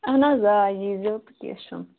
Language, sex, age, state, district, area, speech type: Kashmiri, female, 18-30, Jammu and Kashmir, Shopian, rural, conversation